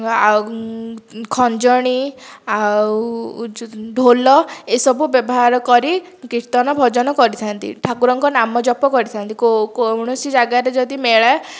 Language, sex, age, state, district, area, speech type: Odia, female, 30-45, Odisha, Dhenkanal, rural, spontaneous